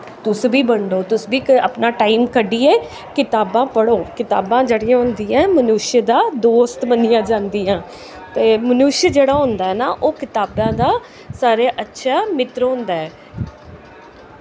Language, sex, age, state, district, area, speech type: Dogri, female, 45-60, Jammu and Kashmir, Jammu, urban, spontaneous